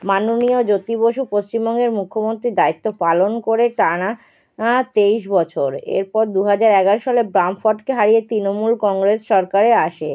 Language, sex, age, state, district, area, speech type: Bengali, female, 30-45, West Bengal, Kolkata, urban, spontaneous